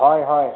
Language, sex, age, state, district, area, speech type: Bengali, male, 60+, West Bengal, Uttar Dinajpur, rural, conversation